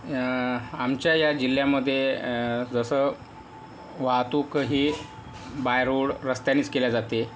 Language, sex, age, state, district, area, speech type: Marathi, male, 18-30, Maharashtra, Yavatmal, rural, spontaneous